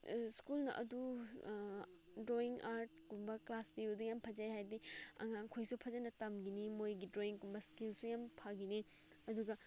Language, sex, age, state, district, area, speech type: Manipuri, female, 18-30, Manipur, Senapati, rural, spontaneous